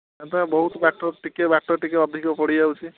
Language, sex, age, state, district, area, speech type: Odia, male, 30-45, Odisha, Puri, urban, conversation